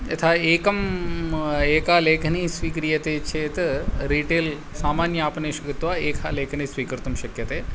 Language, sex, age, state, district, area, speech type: Sanskrit, male, 45-60, Tamil Nadu, Kanchipuram, urban, spontaneous